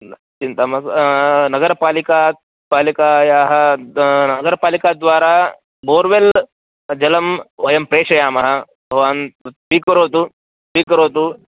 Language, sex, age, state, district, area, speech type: Sanskrit, male, 30-45, Karnataka, Vijayapura, urban, conversation